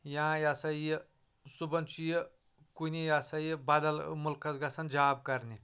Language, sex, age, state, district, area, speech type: Kashmiri, male, 30-45, Jammu and Kashmir, Anantnag, rural, spontaneous